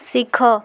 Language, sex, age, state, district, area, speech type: Odia, female, 18-30, Odisha, Subarnapur, urban, read